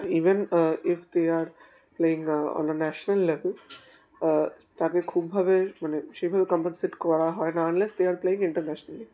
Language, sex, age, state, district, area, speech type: Bengali, male, 18-30, West Bengal, Darjeeling, urban, spontaneous